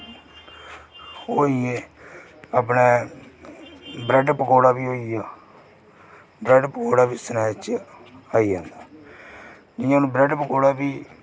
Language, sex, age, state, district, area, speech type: Dogri, male, 18-30, Jammu and Kashmir, Reasi, rural, spontaneous